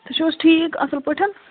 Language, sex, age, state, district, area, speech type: Kashmiri, female, 30-45, Jammu and Kashmir, Anantnag, rural, conversation